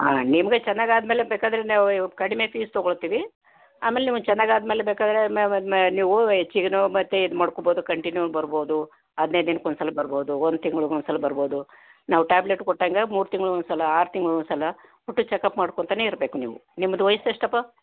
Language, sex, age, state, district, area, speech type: Kannada, female, 60+, Karnataka, Gulbarga, urban, conversation